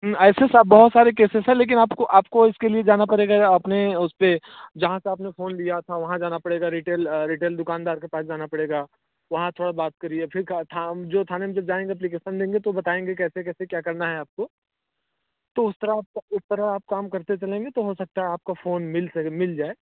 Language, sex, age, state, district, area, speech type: Hindi, male, 30-45, Uttar Pradesh, Mirzapur, rural, conversation